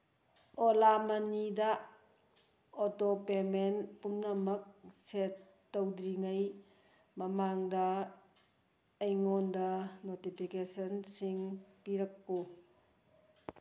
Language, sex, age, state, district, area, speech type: Manipuri, female, 60+, Manipur, Kangpokpi, urban, read